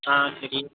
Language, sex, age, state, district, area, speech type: Tamil, male, 18-30, Tamil Nadu, Tirunelveli, rural, conversation